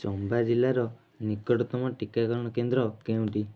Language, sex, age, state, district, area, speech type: Odia, male, 18-30, Odisha, Kendujhar, urban, read